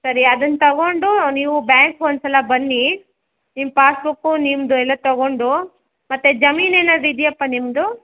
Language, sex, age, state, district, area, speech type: Kannada, female, 60+, Karnataka, Kolar, rural, conversation